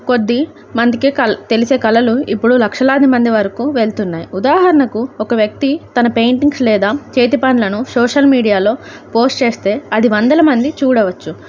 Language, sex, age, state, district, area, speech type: Telugu, female, 18-30, Andhra Pradesh, Alluri Sitarama Raju, rural, spontaneous